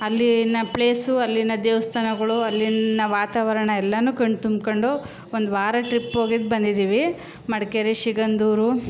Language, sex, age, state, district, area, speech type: Kannada, female, 30-45, Karnataka, Chamarajanagar, rural, spontaneous